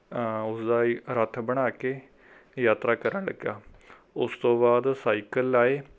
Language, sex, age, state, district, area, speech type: Punjabi, male, 18-30, Punjab, Rupnagar, urban, spontaneous